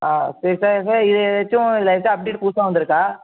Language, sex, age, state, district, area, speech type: Tamil, female, 18-30, Tamil Nadu, Mayiladuthurai, urban, conversation